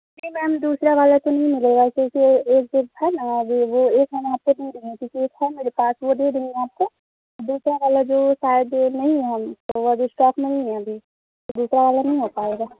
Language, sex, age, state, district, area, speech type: Urdu, female, 18-30, Bihar, Saharsa, rural, conversation